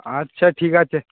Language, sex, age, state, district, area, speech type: Bengali, male, 60+, West Bengal, Nadia, rural, conversation